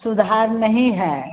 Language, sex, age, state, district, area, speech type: Hindi, female, 45-60, Bihar, Madhepura, rural, conversation